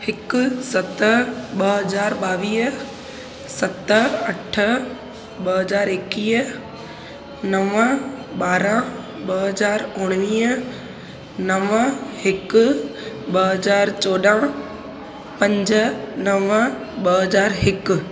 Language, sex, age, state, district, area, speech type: Sindhi, female, 18-30, Gujarat, Surat, urban, spontaneous